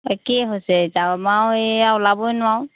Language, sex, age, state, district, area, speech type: Assamese, female, 30-45, Assam, Golaghat, urban, conversation